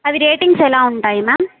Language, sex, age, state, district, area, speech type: Telugu, female, 18-30, Andhra Pradesh, Sri Balaji, rural, conversation